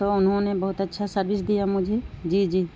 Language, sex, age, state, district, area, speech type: Urdu, female, 45-60, Bihar, Gaya, urban, spontaneous